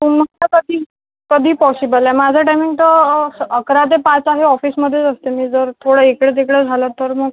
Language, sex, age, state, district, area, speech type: Marathi, female, 18-30, Maharashtra, Akola, rural, conversation